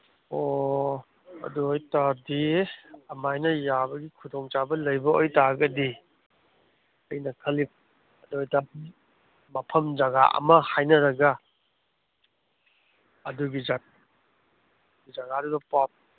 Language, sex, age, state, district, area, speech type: Manipuri, male, 30-45, Manipur, Kangpokpi, urban, conversation